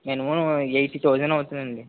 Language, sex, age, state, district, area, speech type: Telugu, male, 45-60, Andhra Pradesh, Kakinada, urban, conversation